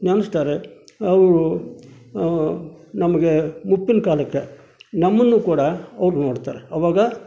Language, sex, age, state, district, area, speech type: Kannada, male, 60+, Karnataka, Koppal, rural, spontaneous